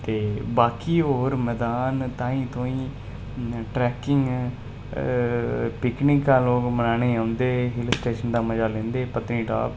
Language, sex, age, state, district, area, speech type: Dogri, male, 30-45, Jammu and Kashmir, Udhampur, rural, spontaneous